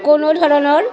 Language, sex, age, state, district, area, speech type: Assamese, female, 45-60, Assam, Barpeta, rural, spontaneous